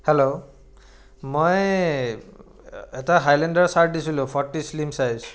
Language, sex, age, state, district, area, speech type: Assamese, male, 45-60, Assam, Morigaon, rural, spontaneous